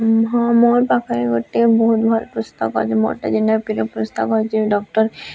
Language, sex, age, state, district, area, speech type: Odia, female, 18-30, Odisha, Bargarh, urban, spontaneous